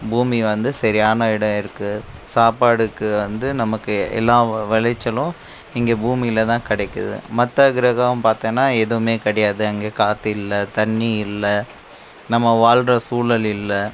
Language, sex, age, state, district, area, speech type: Tamil, male, 30-45, Tamil Nadu, Krishnagiri, rural, spontaneous